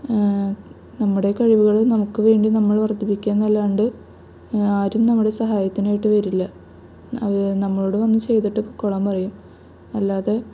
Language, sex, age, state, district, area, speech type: Malayalam, female, 18-30, Kerala, Thrissur, rural, spontaneous